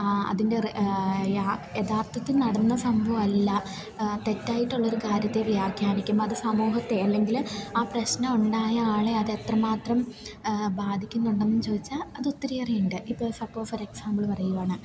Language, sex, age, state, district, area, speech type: Malayalam, female, 18-30, Kerala, Idukki, rural, spontaneous